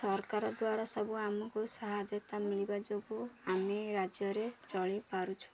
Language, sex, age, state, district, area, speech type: Odia, female, 30-45, Odisha, Ganjam, urban, spontaneous